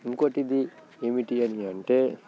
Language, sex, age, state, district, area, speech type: Telugu, male, 18-30, Telangana, Nalgonda, rural, spontaneous